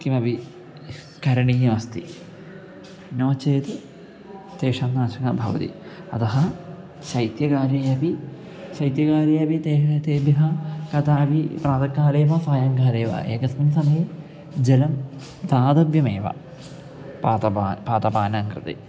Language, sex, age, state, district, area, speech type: Sanskrit, male, 18-30, Kerala, Kozhikode, rural, spontaneous